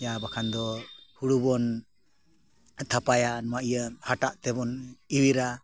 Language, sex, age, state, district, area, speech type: Santali, male, 45-60, Jharkhand, Bokaro, rural, spontaneous